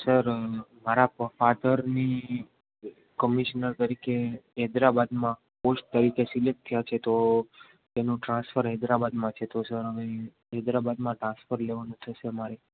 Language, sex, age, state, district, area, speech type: Gujarati, male, 18-30, Gujarat, Ahmedabad, rural, conversation